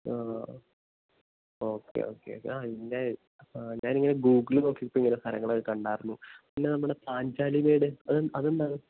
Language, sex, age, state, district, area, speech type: Malayalam, male, 18-30, Kerala, Idukki, rural, conversation